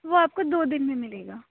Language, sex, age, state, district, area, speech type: Urdu, female, 30-45, Uttar Pradesh, Aligarh, urban, conversation